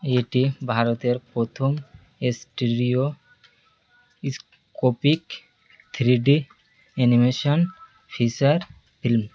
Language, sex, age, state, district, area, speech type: Bengali, male, 18-30, West Bengal, Birbhum, urban, read